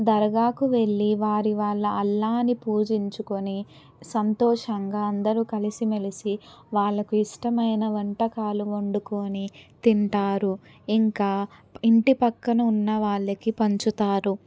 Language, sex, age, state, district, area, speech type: Telugu, female, 18-30, Telangana, Suryapet, urban, spontaneous